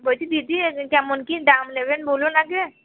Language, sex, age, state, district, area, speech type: Bengali, female, 60+, West Bengal, Purba Bardhaman, rural, conversation